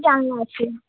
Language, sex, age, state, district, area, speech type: Bengali, female, 18-30, West Bengal, Darjeeling, urban, conversation